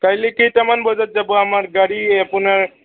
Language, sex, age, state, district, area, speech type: Assamese, male, 18-30, Assam, Nagaon, rural, conversation